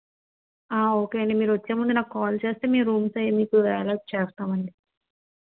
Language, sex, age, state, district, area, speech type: Telugu, female, 30-45, Andhra Pradesh, Vizianagaram, rural, conversation